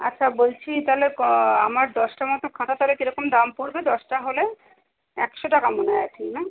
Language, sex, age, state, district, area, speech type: Bengali, female, 30-45, West Bengal, South 24 Parganas, urban, conversation